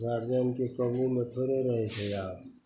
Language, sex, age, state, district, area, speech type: Maithili, male, 60+, Bihar, Madhepura, rural, spontaneous